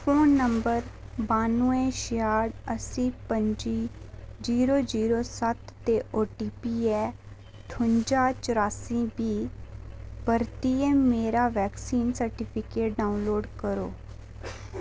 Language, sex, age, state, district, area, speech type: Dogri, female, 18-30, Jammu and Kashmir, Reasi, rural, read